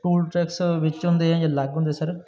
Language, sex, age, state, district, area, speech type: Punjabi, male, 30-45, Punjab, Bathinda, urban, spontaneous